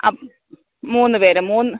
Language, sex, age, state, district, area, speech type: Malayalam, female, 60+, Kerala, Alappuzha, rural, conversation